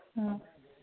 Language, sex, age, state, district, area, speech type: Manipuri, female, 30-45, Manipur, Senapati, rural, conversation